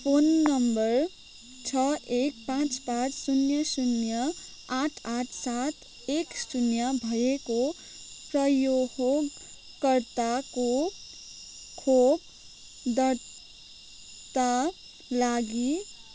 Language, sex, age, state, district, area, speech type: Nepali, female, 18-30, West Bengal, Kalimpong, rural, read